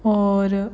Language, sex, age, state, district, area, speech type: Hindi, female, 18-30, Rajasthan, Jodhpur, urban, spontaneous